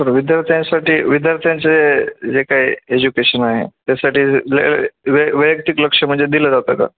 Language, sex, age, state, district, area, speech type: Marathi, male, 30-45, Maharashtra, Beed, rural, conversation